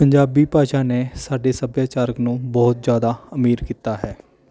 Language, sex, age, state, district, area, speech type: Punjabi, male, 30-45, Punjab, Mohali, urban, spontaneous